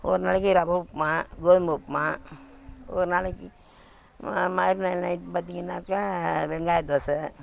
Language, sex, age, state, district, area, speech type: Tamil, female, 60+, Tamil Nadu, Thanjavur, rural, spontaneous